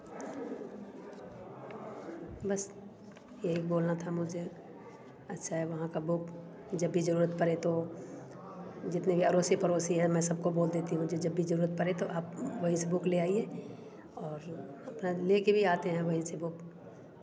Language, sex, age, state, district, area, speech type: Hindi, female, 30-45, Bihar, Samastipur, urban, spontaneous